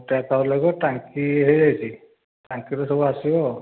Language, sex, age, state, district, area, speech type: Odia, male, 45-60, Odisha, Dhenkanal, rural, conversation